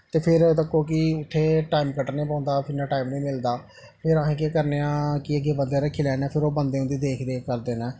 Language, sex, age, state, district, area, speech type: Dogri, male, 30-45, Jammu and Kashmir, Jammu, rural, spontaneous